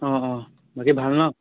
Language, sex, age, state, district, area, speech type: Assamese, male, 18-30, Assam, Tinsukia, rural, conversation